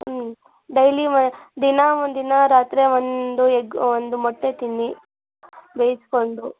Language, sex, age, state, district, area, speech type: Kannada, female, 18-30, Karnataka, Davanagere, rural, conversation